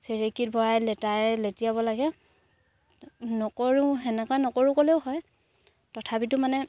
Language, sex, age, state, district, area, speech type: Assamese, female, 18-30, Assam, Sivasagar, rural, spontaneous